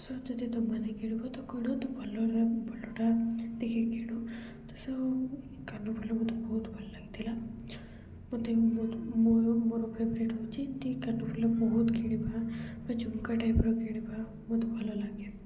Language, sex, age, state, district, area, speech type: Odia, female, 18-30, Odisha, Koraput, urban, spontaneous